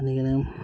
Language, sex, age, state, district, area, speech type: Assamese, male, 30-45, Assam, Udalguri, rural, spontaneous